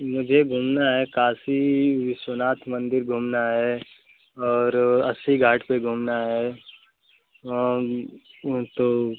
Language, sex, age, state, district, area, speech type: Hindi, male, 30-45, Uttar Pradesh, Mau, rural, conversation